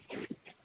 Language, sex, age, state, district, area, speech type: Sanskrit, female, 60+, Karnataka, Bangalore Urban, urban, conversation